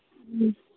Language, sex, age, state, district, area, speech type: Manipuri, female, 45-60, Manipur, Kangpokpi, urban, conversation